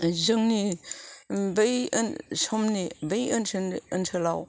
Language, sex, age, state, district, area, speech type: Bodo, female, 45-60, Assam, Kokrajhar, rural, spontaneous